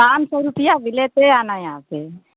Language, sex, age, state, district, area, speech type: Hindi, female, 60+, Uttar Pradesh, Mau, rural, conversation